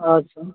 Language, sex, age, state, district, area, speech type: Maithili, male, 18-30, Bihar, Begusarai, urban, conversation